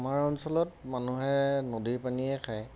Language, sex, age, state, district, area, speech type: Assamese, male, 30-45, Assam, Golaghat, urban, spontaneous